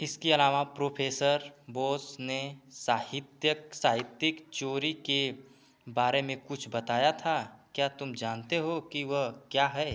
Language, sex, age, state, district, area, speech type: Hindi, male, 18-30, Uttar Pradesh, Azamgarh, rural, read